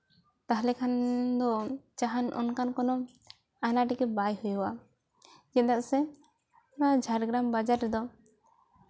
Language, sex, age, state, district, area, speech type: Santali, female, 18-30, West Bengal, Jhargram, rural, spontaneous